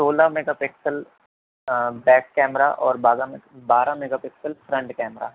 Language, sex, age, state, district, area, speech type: Urdu, male, 18-30, Delhi, Central Delhi, urban, conversation